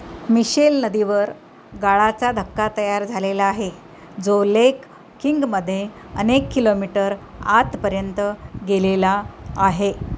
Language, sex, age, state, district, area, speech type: Marathi, female, 45-60, Maharashtra, Nanded, rural, read